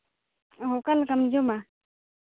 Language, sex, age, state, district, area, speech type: Santali, female, 18-30, Jharkhand, Seraikela Kharsawan, rural, conversation